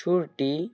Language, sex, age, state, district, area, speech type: Bengali, male, 18-30, West Bengal, Alipurduar, rural, read